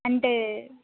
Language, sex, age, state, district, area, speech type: Telugu, female, 18-30, Telangana, Adilabad, urban, conversation